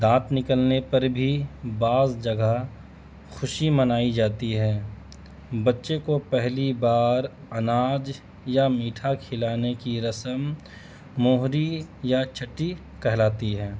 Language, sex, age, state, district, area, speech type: Urdu, male, 30-45, Bihar, Gaya, urban, spontaneous